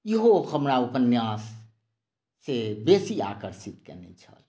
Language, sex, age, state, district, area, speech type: Maithili, male, 60+, Bihar, Madhubani, rural, spontaneous